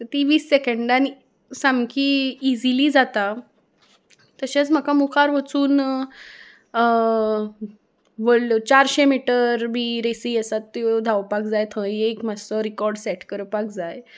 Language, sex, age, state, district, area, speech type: Goan Konkani, female, 18-30, Goa, Salcete, urban, spontaneous